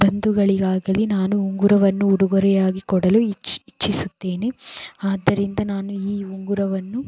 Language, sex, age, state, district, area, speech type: Kannada, female, 45-60, Karnataka, Tumkur, rural, spontaneous